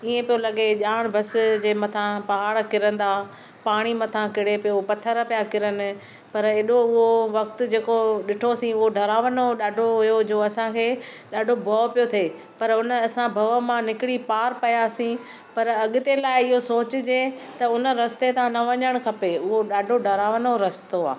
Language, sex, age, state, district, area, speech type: Sindhi, female, 60+, Maharashtra, Thane, urban, spontaneous